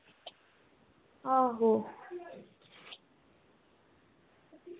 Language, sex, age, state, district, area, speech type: Dogri, female, 18-30, Jammu and Kashmir, Udhampur, rural, conversation